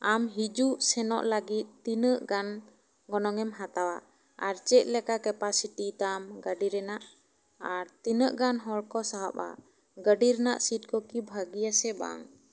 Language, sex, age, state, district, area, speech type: Santali, female, 30-45, West Bengal, Bankura, rural, spontaneous